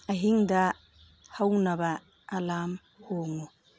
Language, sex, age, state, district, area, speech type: Manipuri, female, 45-60, Manipur, Churachandpur, urban, read